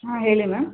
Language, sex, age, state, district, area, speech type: Kannada, female, 18-30, Karnataka, Kolar, rural, conversation